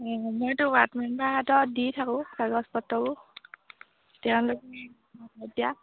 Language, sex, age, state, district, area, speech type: Assamese, female, 18-30, Assam, Sivasagar, rural, conversation